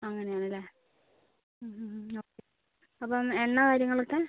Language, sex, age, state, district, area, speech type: Malayalam, male, 30-45, Kerala, Wayanad, rural, conversation